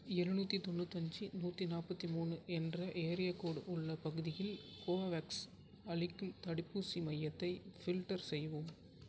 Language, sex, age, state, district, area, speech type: Tamil, female, 18-30, Tamil Nadu, Tiruvarur, rural, read